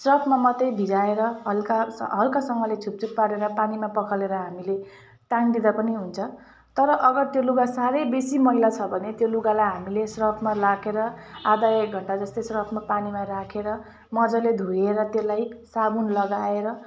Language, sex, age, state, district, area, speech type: Nepali, female, 30-45, West Bengal, Jalpaiguri, urban, spontaneous